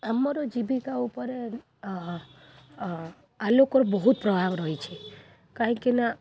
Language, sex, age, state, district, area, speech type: Odia, female, 30-45, Odisha, Kendrapara, urban, spontaneous